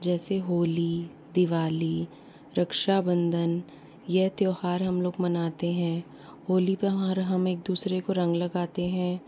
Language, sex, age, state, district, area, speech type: Hindi, female, 18-30, Rajasthan, Jaipur, urban, spontaneous